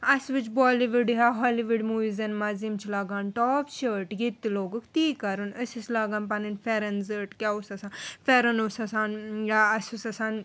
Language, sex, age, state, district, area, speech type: Kashmiri, female, 18-30, Jammu and Kashmir, Srinagar, urban, spontaneous